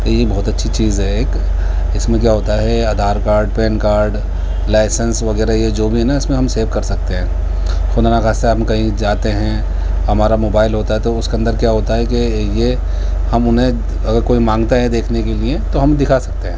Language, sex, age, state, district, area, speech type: Urdu, male, 30-45, Delhi, East Delhi, urban, spontaneous